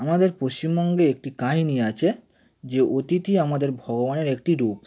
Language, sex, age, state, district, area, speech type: Bengali, male, 18-30, West Bengal, Howrah, urban, spontaneous